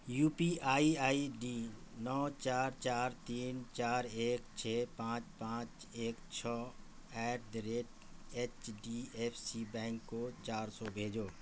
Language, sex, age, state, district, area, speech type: Urdu, male, 45-60, Bihar, Saharsa, rural, read